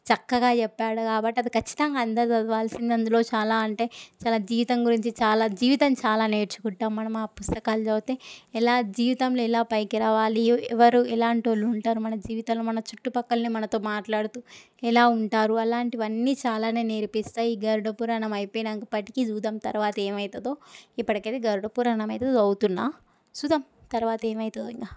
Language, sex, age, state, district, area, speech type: Telugu, female, 18-30, Telangana, Medak, urban, spontaneous